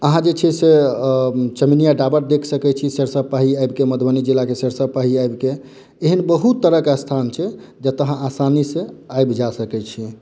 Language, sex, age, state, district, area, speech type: Maithili, male, 18-30, Bihar, Madhubani, rural, spontaneous